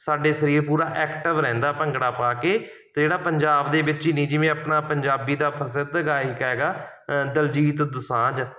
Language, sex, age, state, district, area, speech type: Punjabi, male, 45-60, Punjab, Barnala, rural, spontaneous